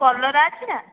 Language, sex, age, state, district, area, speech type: Odia, female, 18-30, Odisha, Jajpur, rural, conversation